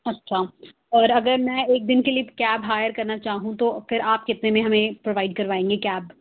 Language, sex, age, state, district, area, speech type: Urdu, female, 30-45, Delhi, South Delhi, urban, conversation